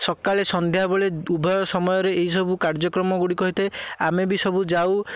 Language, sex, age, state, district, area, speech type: Odia, male, 18-30, Odisha, Bhadrak, rural, spontaneous